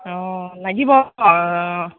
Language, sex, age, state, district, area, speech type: Assamese, female, 30-45, Assam, Kamrup Metropolitan, urban, conversation